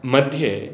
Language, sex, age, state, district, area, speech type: Sanskrit, male, 45-60, West Bengal, Hooghly, rural, spontaneous